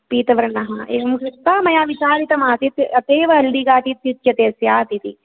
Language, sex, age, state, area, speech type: Sanskrit, female, 30-45, Rajasthan, rural, conversation